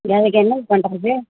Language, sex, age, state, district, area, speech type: Tamil, female, 60+, Tamil Nadu, Virudhunagar, rural, conversation